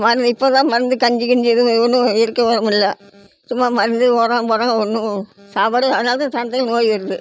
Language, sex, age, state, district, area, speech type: Tamil, female, 60+, Tamil Nadu, Namakkal, rural, spontaneous